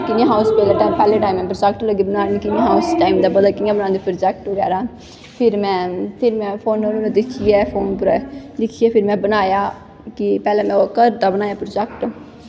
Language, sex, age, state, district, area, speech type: Dogri, female, 18-30, Jammu and Kashmir, Kathua, rural, spontaneous